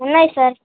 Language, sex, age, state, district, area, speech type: Telugu, male, 18-30, Andhra Pradesh, Srikakulam, urban, conversation